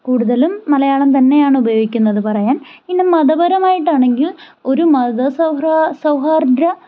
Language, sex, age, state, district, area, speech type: Malayalam, female, 18-30, Kerala, Thiruvananthapuram, rural, spontaneous